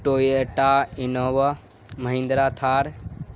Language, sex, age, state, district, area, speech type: Urdu, male, 18-30, Bihar, Supaul, rural, spontaneous